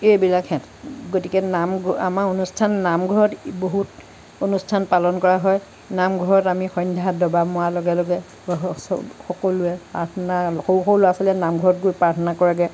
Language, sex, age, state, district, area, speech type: Assamese, female, 60+, Assam, Lakhimpur, rural, spontaneous